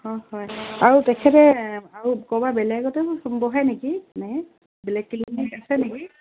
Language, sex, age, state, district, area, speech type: Assamese, female, 45-60, Assam, Dibrugarh, rural, conversation